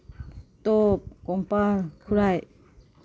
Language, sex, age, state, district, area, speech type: Manipuri, female, 45-60, Manipur, Imphal East, rural, spontaneous